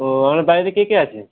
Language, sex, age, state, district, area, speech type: Bengali, male, 18-30, West Bengal, Howrah, urban, conversation